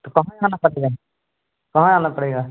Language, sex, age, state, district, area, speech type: Hindi, male, 30-45, Madhya Pradesh, Seoni, urban, conversation